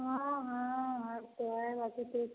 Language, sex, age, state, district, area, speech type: Hindi, female, 30-45, Uttar Pradesh, Azamgarh, rural, conversation